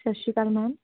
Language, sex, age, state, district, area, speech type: Punjabi, female, 18-30, Punjab, Shaheed Bhagat Singh Nagar, urban, conversation